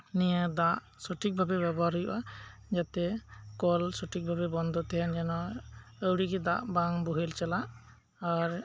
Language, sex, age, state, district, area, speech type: Santali, male, 30-45, West Bengal, Birbhum, rural, spontaneous